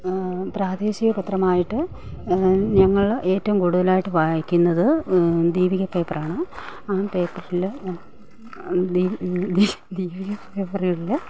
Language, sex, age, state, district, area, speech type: Malayalam, female, 45-60, Kerala, Pathanamthitta, rural, spontaneous